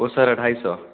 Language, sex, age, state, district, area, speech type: Hindi, male, 18-30, Bihar, Samastipur, rural, conversation